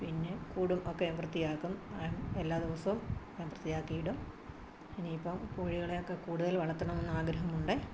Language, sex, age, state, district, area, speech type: Malayalam, female, 45-60, Kerala, Kottayam, rural, spontaneous